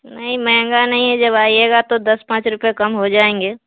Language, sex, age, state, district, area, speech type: Urdu, female, 18-30, Bihar, Khagaria, rural, conversation